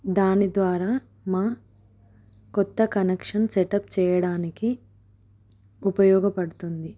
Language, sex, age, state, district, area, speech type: Telugu, female, 18-30, Telangana, Adilabad, urban, spontaneous